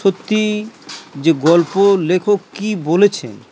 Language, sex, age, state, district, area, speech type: Bengali, male, 60+, West Bengal, Dakshin Dinajpur, urban, spontaneous